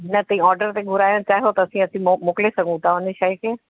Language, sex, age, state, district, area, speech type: Sindhi, female, 60+, Uttar Pradesh, Lucknow, urban, conversation